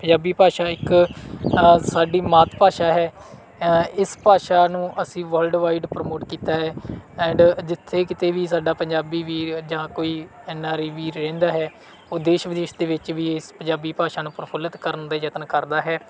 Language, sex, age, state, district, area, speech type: Punjabi, male, 18-30, Punjab, Bathinda, rural, spontaneous